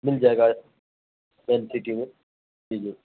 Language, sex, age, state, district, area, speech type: Urdu, male, 18-30, Uttar Pradesh, Saharanpur, urban, conversation